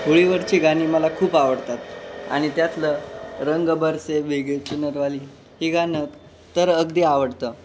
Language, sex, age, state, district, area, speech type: Marathi, male, 18-30, Maharashtra, Jalna, urban, spontaneous